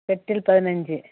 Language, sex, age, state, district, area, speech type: Tamil, female, 60+, Tamil Nadu, Viluppuram, rural, conversation